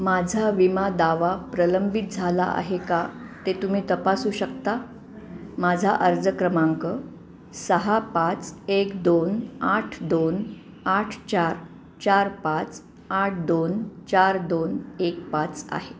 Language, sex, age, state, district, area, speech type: Marathi, female, 45-60, Maharashtra, Pune, urban, read